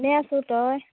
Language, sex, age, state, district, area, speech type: Assamese, female, 18-30, Assam, Charaideo, urban, conversation